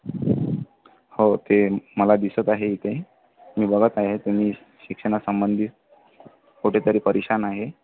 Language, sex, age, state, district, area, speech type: Marathi, male, 18-30, Maharashtra, Amravati, rural, conversation